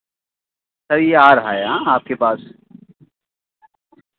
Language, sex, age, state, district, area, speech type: Hindi, male, 45-60, Uttar Pradesh, Lucknow, rural, conversation